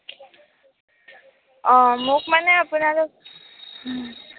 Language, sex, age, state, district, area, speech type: Assamese, female, 18-30, Assam, Kamrup Metropolitan, urban, conversation